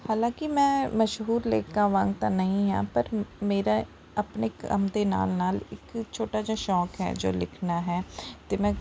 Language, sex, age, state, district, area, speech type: Punjabi, female, 18-30, Punjab, Rupnagar, urban, spontaneous